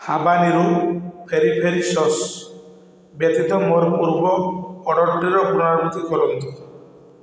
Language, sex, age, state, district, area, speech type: Odia, male, 45-60, Odisha, Balasore, rural, read